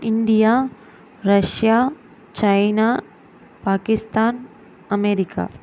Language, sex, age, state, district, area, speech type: Tamil, female, 30-45, Tamil Nadu, Erode, rural, spontaneous